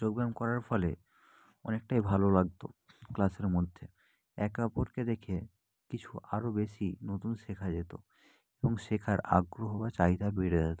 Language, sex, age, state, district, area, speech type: Bengali, male, 18-30, West Bengal, North 24 Parganas, rural, spontaneous